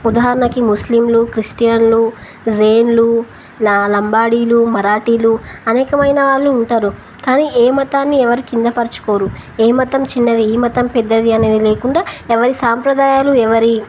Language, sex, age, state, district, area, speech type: Telugu, female, 18-30, Telangana, Wanaparthy, urban, spontaneous